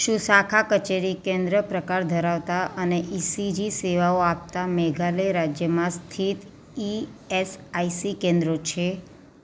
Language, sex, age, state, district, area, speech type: Gujarati, female, 30-45, Gujarat, Surat, urban, read